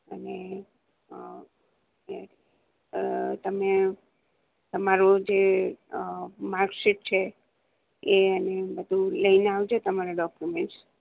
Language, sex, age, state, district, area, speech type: Gujarati, female, 60+, Gujarat, Ahmedabad, urban, conversation